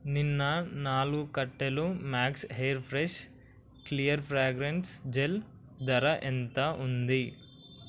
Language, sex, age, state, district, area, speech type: Telugu, male, 18-30, Telangana, Hyderabad, urban, read